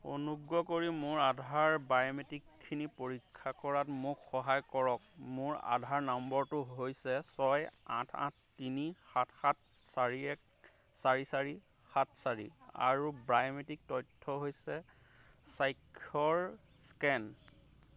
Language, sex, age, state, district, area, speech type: Assamese, male, 30-45, Assam, Golaghat, rural, read